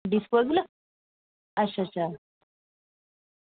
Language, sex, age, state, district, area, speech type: Dogri, female, 30-45, Jammu and Kashmir, Udhampur, rural, conversation